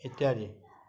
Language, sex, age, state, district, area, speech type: Assamese, male, 60+, Assam, Majuli, rural, spontaneous